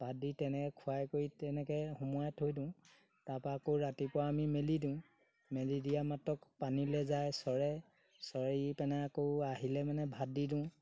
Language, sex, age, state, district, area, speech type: Assamese, male, 60+, Assam, Golaghat, rural, spontaneous